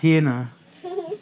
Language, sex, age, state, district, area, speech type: Nepali, male, 45-60, West Bengal, Jalpaiguri, urban, spontaneous